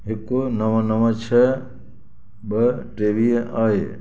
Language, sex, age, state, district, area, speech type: Sindhi, male, 60+, Gujarat, Kutch, rural, read